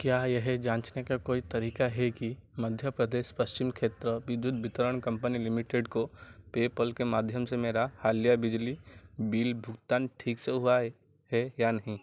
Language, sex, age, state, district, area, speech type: Hindi, male, 45-60, Madhya Pradesh, Chhindwara, rural, read